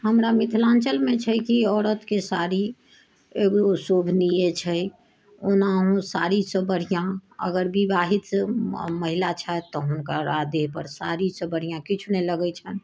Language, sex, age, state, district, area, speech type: Maithili, female, 60+, Bihar, Sitamarhi, rural, spontaneous